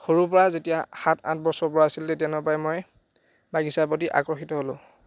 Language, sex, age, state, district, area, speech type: Assamese, male, 18-30, Assam, Biswanath, rural, spontaneous